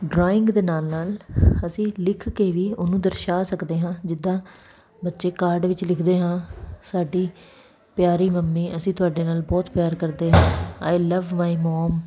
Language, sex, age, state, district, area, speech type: Punjabi, female, 30-45, Punjab, Kapurthala, urban, spontaneous